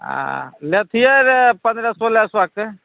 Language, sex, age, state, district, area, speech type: Maithili, male, 30-45, Bihar, Begusarai, urban, conversation